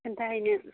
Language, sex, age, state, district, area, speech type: Bodo, female, 30-45, Assam, Baksa, rural, conversation